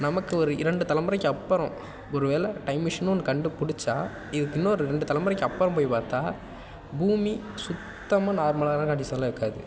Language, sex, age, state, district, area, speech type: Tamil, male, 18-30, Tamil Nadu, Nagapattinam, urban, spontaneous